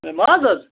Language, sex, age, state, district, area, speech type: Kashmiri, male, 18-30, Jammu and Kashmir, Kupwara, rural, conversation